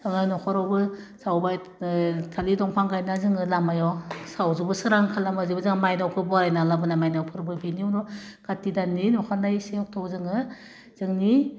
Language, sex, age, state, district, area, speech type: Bodo, female, 45-60, Assam, Udalguri, rural, spontaneous